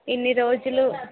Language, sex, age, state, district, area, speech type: Telugu, female, 18-30, Telangana, Nalgonda, rural, conversation